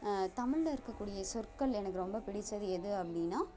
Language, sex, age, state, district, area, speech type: Tamil, female, 30-45, Tamil Nadu, Thanjavur, urban, spontaneous